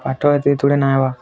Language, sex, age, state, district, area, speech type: Odia, male, 18-30, Odisha, Bargarh, rural, spontaneous